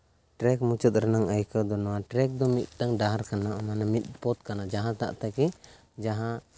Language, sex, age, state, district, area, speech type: Santali, male, 18-30, Jharkhand, East Singhbhum, rural, spontaneous